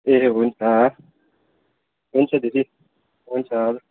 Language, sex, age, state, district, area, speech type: Nepali, male, 18-30, West Bengal, Darjeeling, rural, conversation